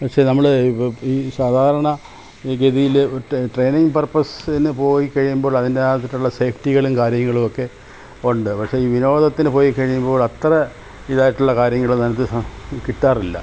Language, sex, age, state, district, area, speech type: Malayalam, male, 60+, Kerala, Kollam, rural, spontaneous